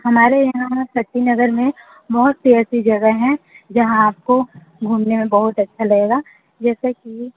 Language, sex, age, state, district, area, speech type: Hindi, female, 30-45, Uttar Pradesh, Sonbhadra, rural, conversation